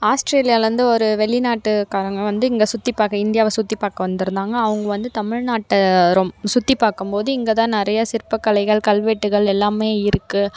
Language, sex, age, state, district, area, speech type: Tamil, female, 18-30, Tamil Nadu, Tirupattur, urban, spontaneous